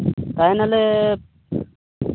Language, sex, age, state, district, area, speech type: Santali, male, 30-45, Jharkhand, Seraikela Kharsawan, rural, conversation